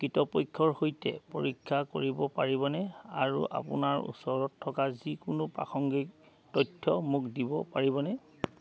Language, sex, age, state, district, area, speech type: Assamese, male, 45-60, Assam, Dhemaji, urban, read